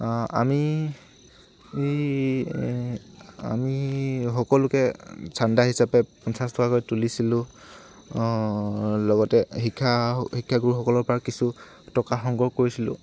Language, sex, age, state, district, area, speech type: Assamese, male, 18-30, Assam, Tinsukia, urban, spontaneous